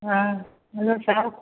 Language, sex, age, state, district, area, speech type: Hindi, female, 45-60, Bihar, Begusarai, rural, conversation